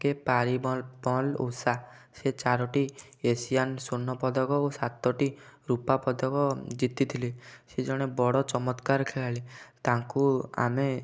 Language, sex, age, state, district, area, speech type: Odia, male, 18-30, Odisha, Kendujhar, urban, spontaneous